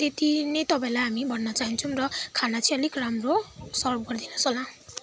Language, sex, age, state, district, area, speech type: Nepali, female, 18-30, West Bengal, Kalimpong, rural, spontaneous